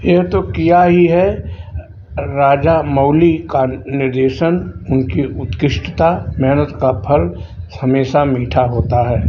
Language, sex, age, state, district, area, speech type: Hindi, male, 60+, Uttar Pradesh, Azamgarh, rural, read